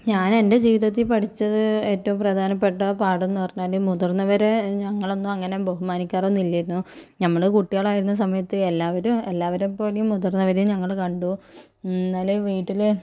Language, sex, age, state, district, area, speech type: Malayalam, female, 45-60, Kerala, Kozhikode, urban, spontaneous